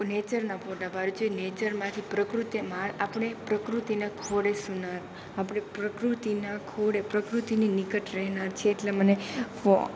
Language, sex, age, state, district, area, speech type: Gujarati, female, 18-30, Gujarat, Rajkot, rural, spontaneous